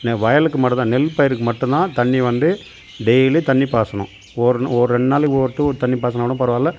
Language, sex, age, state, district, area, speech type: Tamil, male, 45-60, Tamil Nadu, Tiruvannamalai, rural, spontaneous